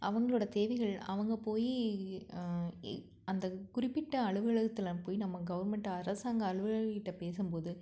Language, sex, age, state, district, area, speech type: Tamil, female, 30-45, Tamil Nadu, Tiruppur, rural, spontaneous